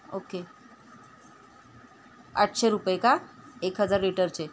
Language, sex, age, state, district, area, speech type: Marathi, female, 30-45, Maharashtra, Ratnagiri, rural, spontaneous